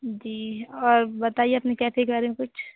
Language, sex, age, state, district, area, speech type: Hindi, female, 18-30, Bihar, Vaishali, rural, conversation